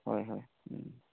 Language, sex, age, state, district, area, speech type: Assamese, male, 30-45, Assam, Sivasagar, rural, conversation